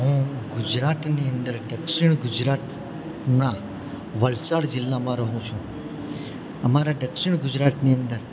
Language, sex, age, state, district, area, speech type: Gujarati, male, 30-45, Gujarat, Valsad, rural, spontaneous